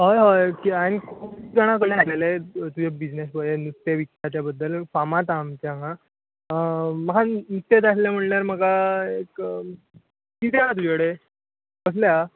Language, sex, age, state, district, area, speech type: Goan Konkani, male, 18-30, Goa, Tiswadi, rural, conversation